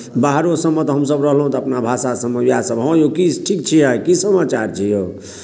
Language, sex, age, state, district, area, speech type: Maithili, male, 30-45, Bihar, Darbhanga, rural, spontaneous